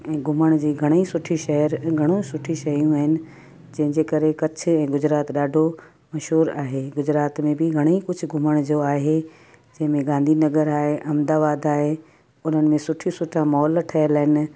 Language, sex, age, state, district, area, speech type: Sindhi, female, 45-60, Gujarat, Kutch, urban, spontaneous